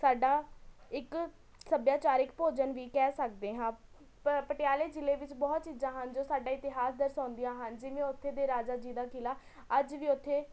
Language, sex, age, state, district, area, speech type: Punjabi, female, 18-30, Punjab, Patiala, urban, spontaneous